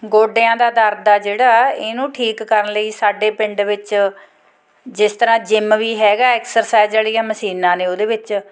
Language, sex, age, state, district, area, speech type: Punjabi, female, 45-60, Punjab, Fatehgarh Sahib, rural, spontaneous